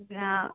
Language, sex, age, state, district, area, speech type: Odia, female, 45-60, Odisha, Angul, rural, conversation